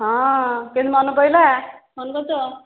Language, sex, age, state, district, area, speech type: Odia, female, 45-60, Odisha, Angul, rural, conversation